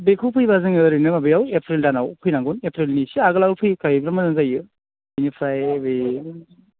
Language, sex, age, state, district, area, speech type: Bodo, male, 18-30, Assam, Baksa, rural, conversation